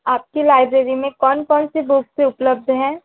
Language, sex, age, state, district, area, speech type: Hindi, female, 18-30, Madhya Pradesh, Balaghat, rural, conversation